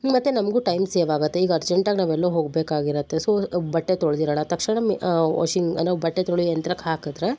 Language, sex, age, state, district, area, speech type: Kannada, female, 18-30, Karnataka, Shimoga, rural, spontaneous